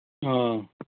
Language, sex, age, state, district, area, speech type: Manipuri, male, 30-45, Manipur, Kangpokpi, urban, conversation